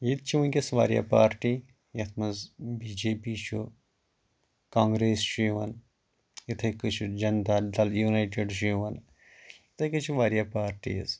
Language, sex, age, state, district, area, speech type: Kashmiri, male, 30-45, Jammu and Kashmir, Anantnag, rural, spontaneous